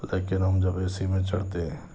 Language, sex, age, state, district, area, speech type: Urdu, male, 45-60, Telangana, Hyderabad, urban, spontaneous